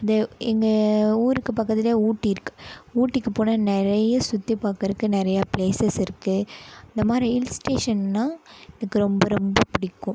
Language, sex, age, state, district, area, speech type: Tamil, female, 18-30, Tamil Nadu, Coimbatore, rural, spontaneous